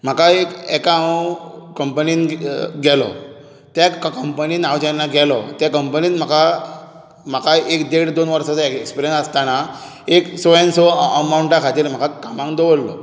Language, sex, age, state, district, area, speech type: Goan Konkani, male, 18-30, Goa, Bardez, urban, spontaneous